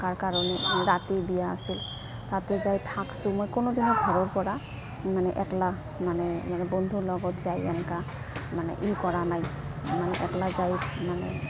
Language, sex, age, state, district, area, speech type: Assamese, female, 30-45, Assam, Goalpara, rural, spontaneous